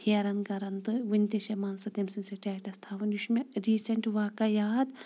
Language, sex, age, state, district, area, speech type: Kashmiri, female, 30-45, Jammu and Kashmir, Shopian, urban, spontaneous